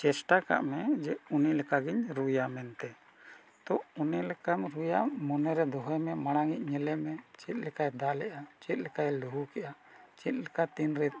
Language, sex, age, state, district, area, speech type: Santali, male, 60+, Odisha, Mayurbhanj, rural, spontaneous